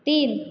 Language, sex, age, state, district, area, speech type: Hindi, female, 45-60, Rajasthan, Jodhpur, urban, read